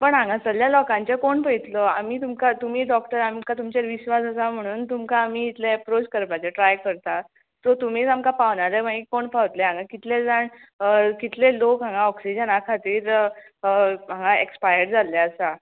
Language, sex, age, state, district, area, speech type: Goan Konkani, female, 18-30, Goa, Ponda, rural, conversation